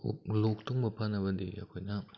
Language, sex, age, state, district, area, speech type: Manipuri, male, 18-30, Manipur, Kakching, rural, spontaneous